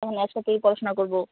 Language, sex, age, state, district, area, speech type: Bengali, female, 45-60, West Bengal, Alipurduar, rural, conversation